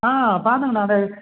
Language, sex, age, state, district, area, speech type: Tamil, male, 30-45, Tamil Nadu, Salem, rural, conversation